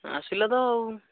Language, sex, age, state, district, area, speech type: Odia, male, 18-30, Odisha, Jagatsinghpur, rural, conversation